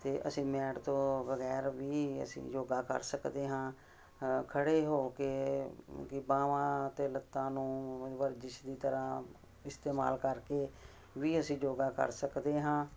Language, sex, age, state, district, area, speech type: Punjabi, female, 45-60, Punjab, Jalandhar, urban, spontaneous